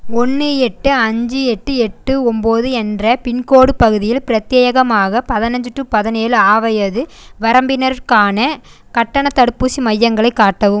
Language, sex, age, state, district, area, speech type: Tamil, female, 18-30, Tamil Nadu, Coimbatore, rural, read